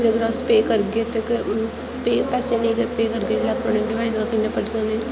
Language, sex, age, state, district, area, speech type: Dogri, female, 18-30, Jammu and Kashmir, Kathua, rural, spontaneous